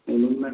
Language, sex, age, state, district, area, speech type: Telugu, male, 30-45, Andhra Pradesh, Konaseema, urban, conversation